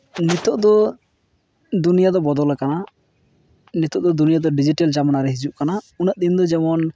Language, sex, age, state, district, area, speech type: Santali, male, 18-30, West Bengal, Purulia, rural, spontaneous